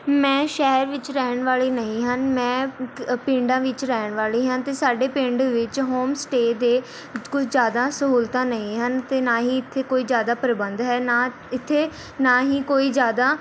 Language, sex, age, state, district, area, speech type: Punjabi, female, 18-30, Punjab, Mohali, rural, spontaneous